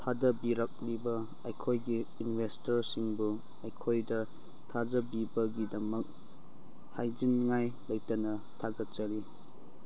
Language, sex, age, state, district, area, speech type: Manipuri, male, 30-45, Manipur, Churachandpur, rural, read